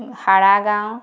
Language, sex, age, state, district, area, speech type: Assamese, female, 30-45, Assam, Golaghat, urban, spontaneous